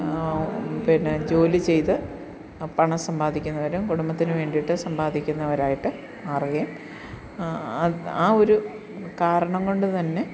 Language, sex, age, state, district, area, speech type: Malayalam, female, 60+, Kerala, Kottayam, rural, spontaneous